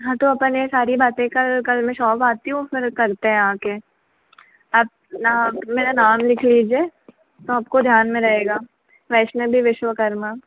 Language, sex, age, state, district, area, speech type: Hindi, female, 30-45, Madhya Pradesh, Harda, urban, conversation